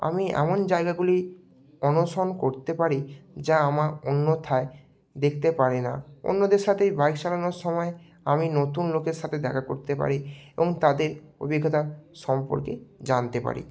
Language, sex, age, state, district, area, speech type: Bengali, male, 30-45, West Bengal, Purba Medinipur, rural, spontaneous